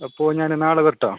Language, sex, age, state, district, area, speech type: Malayalam, male, 18-30, Kerala, Kasaragod, rural, conversation